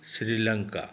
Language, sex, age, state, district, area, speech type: Maithili, male, 60+, Bihar, Saharsa, rural, spontaneous